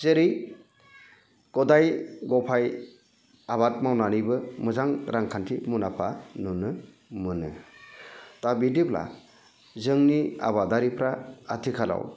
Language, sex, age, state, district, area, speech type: Bodo, male, 60+, Assam, Udalguri, urban, spontaneous